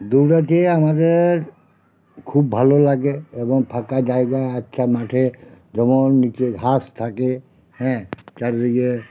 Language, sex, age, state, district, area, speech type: Bengali, male, 45-60, West Bengal, Uttar Dinajpur, rural, spontaneous